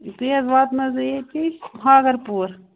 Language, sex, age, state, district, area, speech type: Kashmiri, female, 18-30, Jammu and Kashmir, Baramulla, rural, conversation